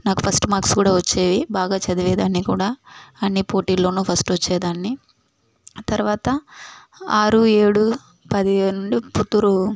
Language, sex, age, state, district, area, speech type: Telugu, female, 18-30, Andhra Pradesh, Sri Balaji, urban, spontaneous